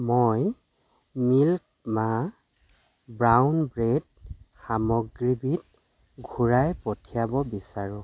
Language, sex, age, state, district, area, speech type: Assamese, male, 45-60, Assam, Dhemaji, rural, read